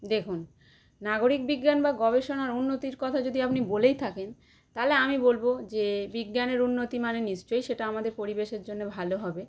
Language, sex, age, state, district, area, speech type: Bengali, female, 30-45, West Bengal, Howrah, urban, spontaneous